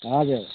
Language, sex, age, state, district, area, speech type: Nepali, male, 60+, West Bengal, Kalimpong, rural, conversation